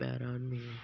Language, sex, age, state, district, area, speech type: Punjabi, male, 18-30, Punjab, Muktsar, urban, read